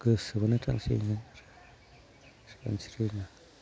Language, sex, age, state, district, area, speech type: Bodo, male, 30-45, Assam, Udalguri, rural, spontaneous